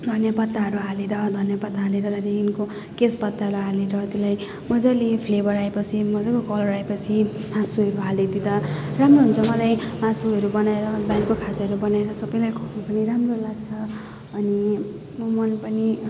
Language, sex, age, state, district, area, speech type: Nepali, female, 18-30, West Bengal, Jalpaiguri, rural, spontaneous